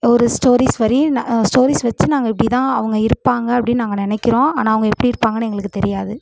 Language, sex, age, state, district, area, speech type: Tamil, female, 18-30, Tamil Nadu, Namakkal, rural, spontaneous